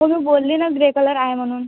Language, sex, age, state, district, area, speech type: Marathi, female, 18-30, Maharashtra, Nagpur, urban, conversation